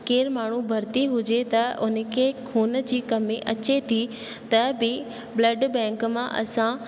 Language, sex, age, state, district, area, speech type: Sindhi, female, 18-30, Rajasthan, Ajmer, urban, spontaneous